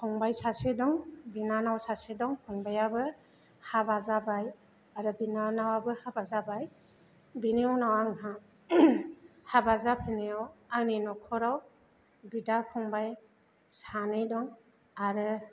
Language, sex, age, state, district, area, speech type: Bodo, female, 45-60, Assam, Chirang, rural, spontaneous